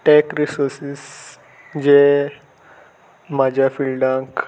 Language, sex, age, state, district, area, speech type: Goan Konkani, male, 18-30, Goa, Salcete, urban, spontaneous